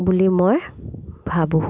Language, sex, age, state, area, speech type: Assamese, female, 45-60, Assam, rural, spontaneous